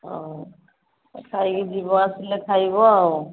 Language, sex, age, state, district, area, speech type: Odia, female, 45-60, Odisha, Angul, rural, conversation